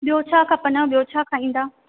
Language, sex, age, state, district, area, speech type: Sindhi, female, 30-45, Rajasthan, Ajmer, urban, conversation